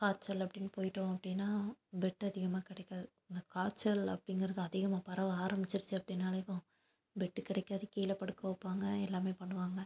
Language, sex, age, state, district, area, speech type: Tamil, female, 18-30, Tamil Nadu, Tiruppur, rural, spontaneous